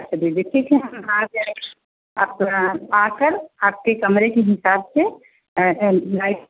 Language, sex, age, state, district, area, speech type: Hindi, female, 45-60, Uttar Pradesh, Pratapgarh, rural, conversation